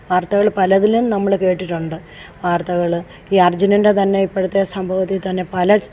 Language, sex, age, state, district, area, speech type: Malayalam, female, 60+, Kerala, Kollam, rural, spontaneous